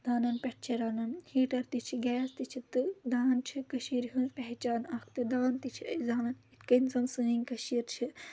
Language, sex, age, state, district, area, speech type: Kashmiri, female, 18-30, Jammu and Kashmir, Anantnag, rural, spontaneous